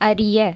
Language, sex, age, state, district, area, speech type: Tamil, female, 18-30, Tamil Nadu, Cuddalore, urban, read